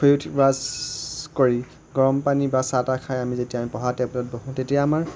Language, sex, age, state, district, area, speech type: Assamese, male, 30-45, Assam, Majuli, urban, spontaneous